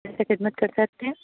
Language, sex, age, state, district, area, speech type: Urdu, female, 30-45, Uttar Pradesh, Aligarh, urban, conversation